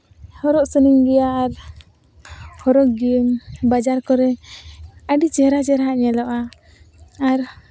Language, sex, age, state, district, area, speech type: Santali, female, 18-30, Jharkhand, Seraikela Kharsawan, rural, spontaneous